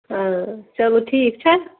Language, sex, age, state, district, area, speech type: Kashmiri, female, 30-45, Jammu and Kashmir, Budgam, rural, conversation